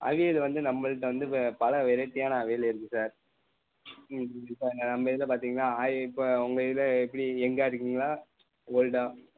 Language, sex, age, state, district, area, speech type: Tamil, male, 18-30, Tamil Nadu, Tirunelveli, rural, conversation